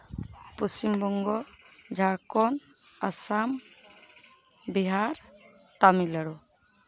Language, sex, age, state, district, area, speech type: Santali, female, 30-45, West Bengal, Malda, rural, spontaneous